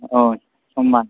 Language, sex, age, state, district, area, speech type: Bodo, male, 18-30, Assam, Kokrajhar, rural, conversation